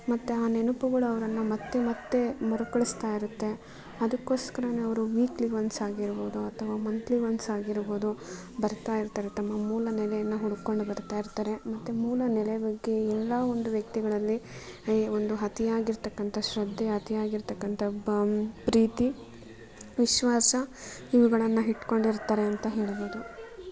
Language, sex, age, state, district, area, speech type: Kannada, female, 30-45, Karnataka, Kolar, rural, spontaneous